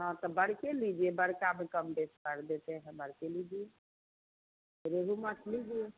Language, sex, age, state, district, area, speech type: Hindi, female, 45-60, Bihar, Samastipur, rural, conversation